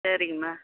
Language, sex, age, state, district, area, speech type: Tamil, female, 60+, Tamil Nadu, Kallakurichi, urban, conversation